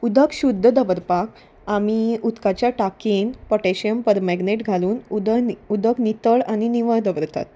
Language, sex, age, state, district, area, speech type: Goan Konkani, female, 30-45, Goa, Salcete, rural, spontaneous